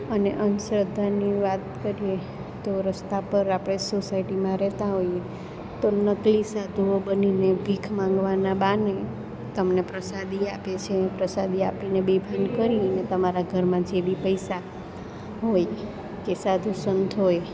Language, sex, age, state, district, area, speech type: Gujarati, female, 30-45, Gujarat, Surat, urban, spontaneous